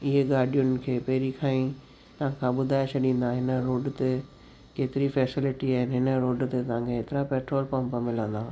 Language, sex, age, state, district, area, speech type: Sindhi, male, 18-30, Gujarat, Kutch, rural, spontaneous